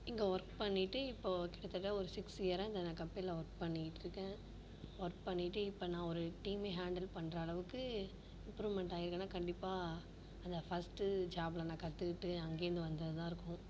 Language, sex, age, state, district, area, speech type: Tamil, female, 45-60, Tamil Nadu, Mayiladuthurai, rural, spontaneous